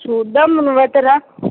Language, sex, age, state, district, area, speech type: Telugu, female, 30-45, Telangana, Mancherial, rural, conversation